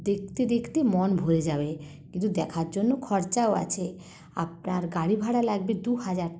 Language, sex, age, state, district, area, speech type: Bengali, female, 30-45, West Bengal, Paschim Medinipur, rural, spontaneous